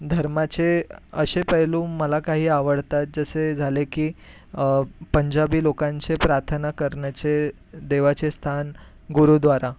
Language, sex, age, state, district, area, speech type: Marathi, male, 18-30, Maharashtra, Nagpur, urban, spontaneous